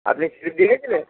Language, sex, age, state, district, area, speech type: Bengali, male, 45-60, West Bengal, Hooghly, urban, conversation